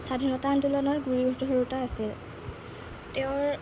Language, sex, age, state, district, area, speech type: Assamese, female, 18-30, Assam, Jorhat, urban, spontaneous